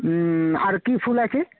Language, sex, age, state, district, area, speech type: Bengali, male, 30-45, West Bengal, Uttar Dinajpur, urban, conversation